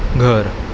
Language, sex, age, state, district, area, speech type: Marathi, male, 18-30, Maharashtra, Mumbai Suburban, urban, read